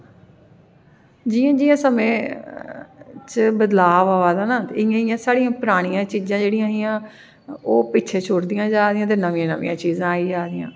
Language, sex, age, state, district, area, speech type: Dogri, female, 45-60, Jammu and Kashmir, Jammu, urban, spontaneous